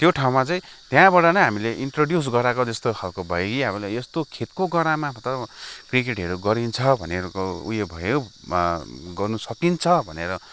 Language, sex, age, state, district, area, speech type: Nepali, male, 45-60, West Bengal, Kalimpong, rural, spontaneous